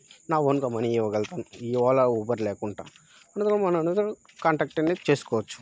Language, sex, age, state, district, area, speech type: Telugu, male, 18-30, Andhra Pradesh, Nellore, rural, spontaneous